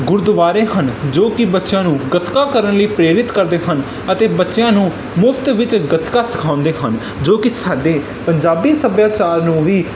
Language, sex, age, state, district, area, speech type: Punjabi, male, 18-30, Punjab, Pathankot, rural, spontaneous